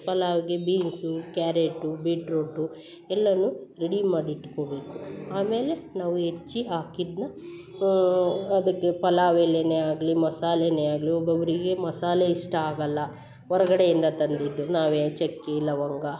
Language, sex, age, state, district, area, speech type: Kannada, female, 45-60, Karnataka, Hassan, urban, spontaneous